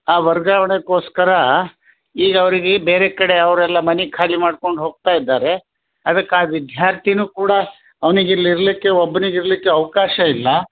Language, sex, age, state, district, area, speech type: Kannada, male, 60+, Karnataka, Bidar, urban, conversation